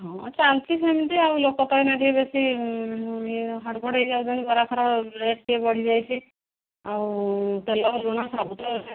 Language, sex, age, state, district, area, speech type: Odia, female, 45-60, Odisha, Angul, rural, conversation